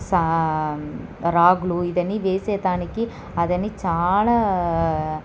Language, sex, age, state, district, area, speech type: Telugu, female, 18-30, Andhra Pradesh, Sri Balaji, rural, spontaneous